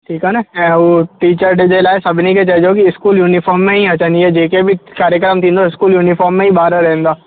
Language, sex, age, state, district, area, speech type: Sindhi, male, 18-30, Rajasthan, Ajmer, urban, conversation